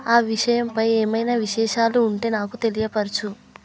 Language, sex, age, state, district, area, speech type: Telugu, female, 18-30, Telangana, Hyderabad, urban, read